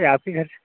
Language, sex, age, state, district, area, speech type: Hindi, male, 30-45, Uttar Pradesh, Bhadohi, rural, conversation